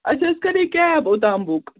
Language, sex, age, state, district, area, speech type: Kashmiri, female, 30-45, Jammu and Kashmir, Srinagar, urban, conversation